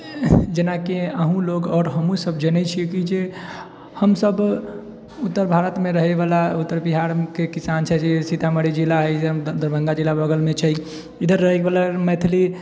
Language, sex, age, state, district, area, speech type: Maithili, male, 18-30, Bihar, Sitamarhi, rural, spontaneous